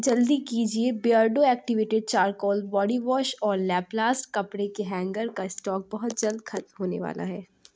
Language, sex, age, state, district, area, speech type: Urdu, female, 18-30, Uttar Pradesh, Lucknow, rural, read